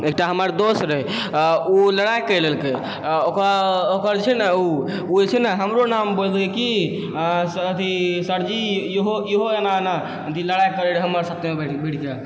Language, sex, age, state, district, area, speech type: Maithili, male, 18-30, Bihar, Purnia, rural, spontaneous